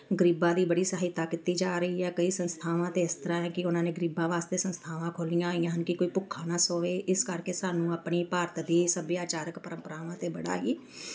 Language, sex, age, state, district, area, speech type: Punjabi, female, 45-60, Punjab, Amritsar, urban, spontaneous